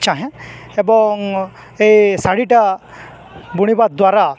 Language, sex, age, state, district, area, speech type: Odia, male, 18-30, Odisha, Balangir, urban, spontaneous